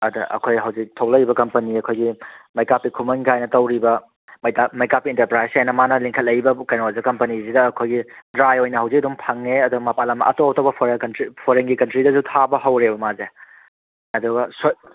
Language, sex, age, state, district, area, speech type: Manipuri, male, 30-45, Manipur, Kangpokpi, urban, conversation